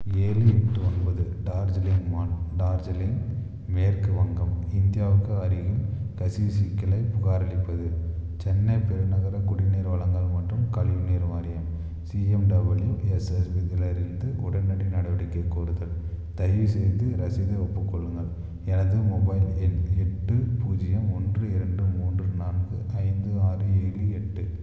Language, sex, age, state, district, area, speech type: Tamil, male, 18-30, Tamil Nadu, Dharmapuri, rural, read